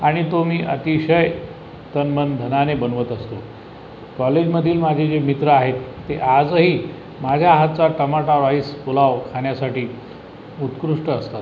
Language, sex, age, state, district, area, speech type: Marathi, male, 45-60, Maharashtra, Buldhana, rural, spontaneous